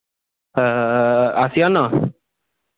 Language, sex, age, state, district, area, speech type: Hindi, male, 18-30, Bihar, Begusarai, rural, conversation